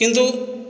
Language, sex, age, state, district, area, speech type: Odia, male, 45-60, Odisha, Khordha, rural, spontaneous